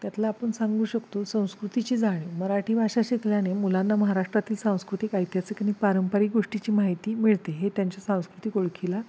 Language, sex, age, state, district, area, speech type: Marathi, female, 45-60, Maharashtra, Satara, urban, spontaneous